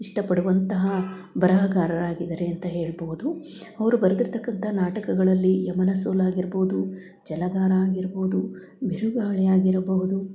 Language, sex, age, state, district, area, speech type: Kannada, female, 60+, Karnataka, Chitradurga, rural, spontaneous